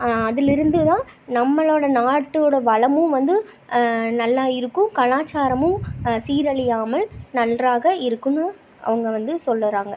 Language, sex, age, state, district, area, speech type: Tamil, female, 18-30, Tamil Nadu, Tiruppur, urban, spontaneous